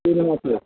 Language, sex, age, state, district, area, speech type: Bengali, male, 30-45, West Bengal, Howrah, urban, conversation